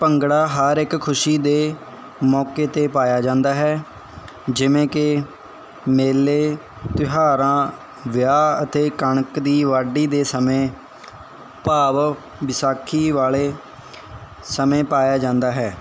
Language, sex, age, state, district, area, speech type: Punjabi, male, 18-30, Punjab, Barnala, rural, spontaneous